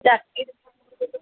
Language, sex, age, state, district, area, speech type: Assamese, female, 45-60, Assam, Nalbari, rural, conversation